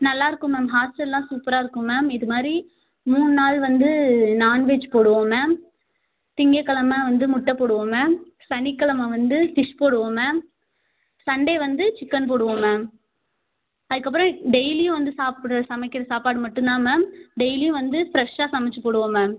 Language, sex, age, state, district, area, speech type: Tamil, female, 18-30, Tamil Nadu, Ariyalur, rural, conversation